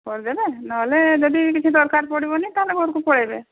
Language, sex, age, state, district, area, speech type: Odia, female, 45-60, Odisha, Angul, rural, conversation